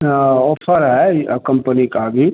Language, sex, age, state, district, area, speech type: Hindi, male, 60+, Bihar, Madhepura, rural, conversation